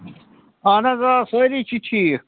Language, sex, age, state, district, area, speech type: Kashmiri, male, 30-45, Jammu and Kashmir, Srinagar, urban, conversation